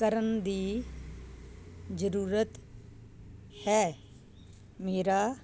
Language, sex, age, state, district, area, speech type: Punjabi, female, 60+, Punjab, Muktsar, urban, read